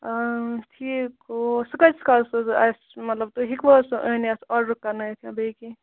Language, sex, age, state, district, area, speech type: Kashmiri, female, 30-45, Jammu and Kashmir, Kupwara, rural, conversation